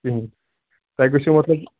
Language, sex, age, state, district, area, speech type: Kashmiri, male, 18-30, Jammu and Kashmir, Ganderbal, rural, conversation